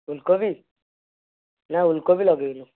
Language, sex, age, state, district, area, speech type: Odia, male, 18-30, Odisha, Kendujhar, urban, conversation